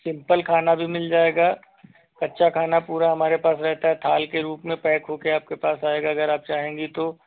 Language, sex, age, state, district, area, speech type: Hindi, male, 45-60, Uttar Pradesh, Hardoi, rural, conversation